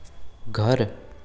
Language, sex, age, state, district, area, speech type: Hindi, male, 18-30, Uttar Pradesh, Varanasi, rural, read